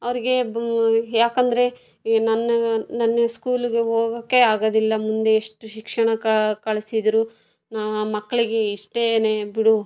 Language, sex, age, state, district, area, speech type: Kannada, female, 60+, Karnataka, Chitradurga, rural, spontaneous